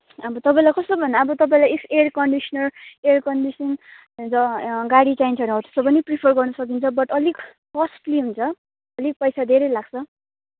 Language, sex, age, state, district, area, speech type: Nepali, female, 18-30, West Bengal, Kalimpong, rural, conversation